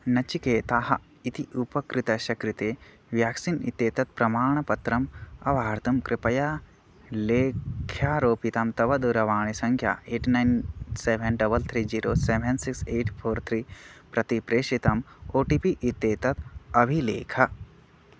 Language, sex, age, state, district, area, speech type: Sanskrit, male, 18-30, Odisha, Bargarh, rural, read